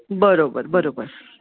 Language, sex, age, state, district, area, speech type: Marathi, female, 60+, Maharashtra, Pune, urban, conversation